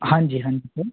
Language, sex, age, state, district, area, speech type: Hindi, male, 18-30, Madhya Pradesh, Jabalpur, urban, conversation